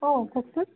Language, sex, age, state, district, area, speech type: Assamese, female, 18-30, Assam, Jorhat, urban, conversation